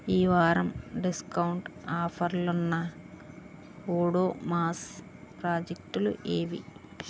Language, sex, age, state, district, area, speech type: Telugu, female, 45-60, Andhra Pradesh, Krishna, urban, read